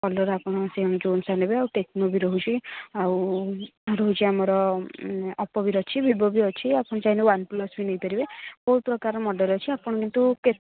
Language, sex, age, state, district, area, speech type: Odia, female, 18-30, Odisha, Kendujhar, urban, conversation